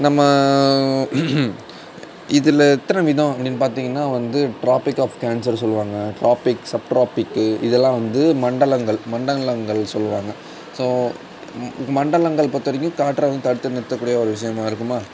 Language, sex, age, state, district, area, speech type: Tamil, male, 18-30, Tamil Nadu, Mayiladuthurai, urban, spontaneous